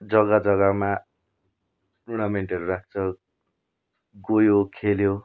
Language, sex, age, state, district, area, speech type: Nepali, male, 30-45, West Bengal, Darjeeling, rural, spontaneous